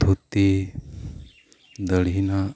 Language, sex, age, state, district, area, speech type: Santali, male, 30-45, West Bengal, Birbhum, rural, spontaneous